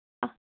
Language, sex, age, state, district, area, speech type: Kannada, female, 18-30, Karnataka, Bangalore Rural, rural, conversation